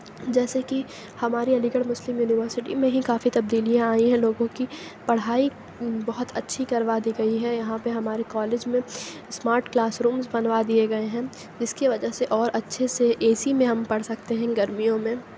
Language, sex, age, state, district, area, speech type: Urdu, female, 18-30, Uttar Pradesh, Aligarh, urban, spontaneous